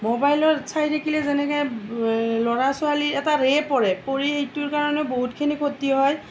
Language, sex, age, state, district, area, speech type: Assamese, female, 45-60, Assam, Nalbari, rural, spontaneous